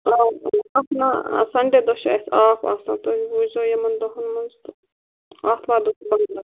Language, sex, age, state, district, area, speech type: Kashmiri, female, 30-45, Jammu and Kashmir, Bandipora, rural, conversation